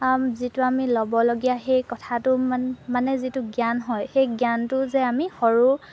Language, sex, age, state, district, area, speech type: Assamese, female, 18-30, Assam, Golaghat, urban, spontaneous